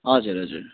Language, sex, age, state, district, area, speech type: Nepali, male, 30-45, West Bengal, Darjeeling, rural, conversation